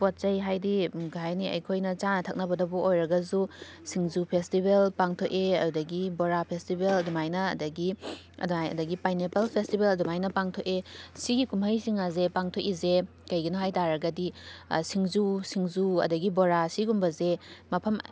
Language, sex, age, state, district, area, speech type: Manipuri, female, 18-30, Manipur, Thoubal, rural, spontaneous